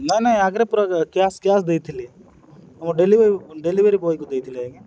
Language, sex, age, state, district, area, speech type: Odia, male, 30-45, Odisha, Nabarangpur, urban, spontaneous